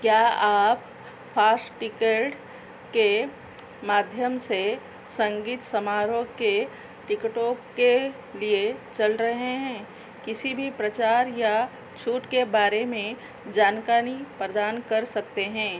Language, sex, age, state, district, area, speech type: Hindi, female, 45-60, Madhya Pradesh, Chhindwara, rural, read